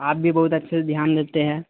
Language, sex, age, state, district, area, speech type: Urdu, male, 18-30, Bihar, Gaya, rural, conversation